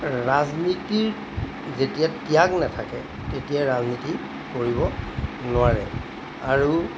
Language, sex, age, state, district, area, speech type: Assamese, male, 45-60, Assam, Golaghat, urban, spontaneous